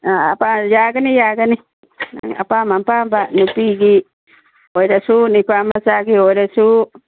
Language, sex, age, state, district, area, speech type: Manipuri, female, 60+, Manipur, Churachandpur, urban, conversation